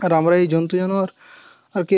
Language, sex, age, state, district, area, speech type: Bengali, male, 30-45, West Bengal, Paschim Medinipur, rural, spontaneous